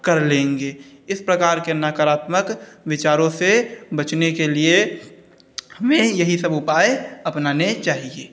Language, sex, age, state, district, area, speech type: Hindi, male, 30-45, Uttar Pradesh, Hardoi, rural, spontaneous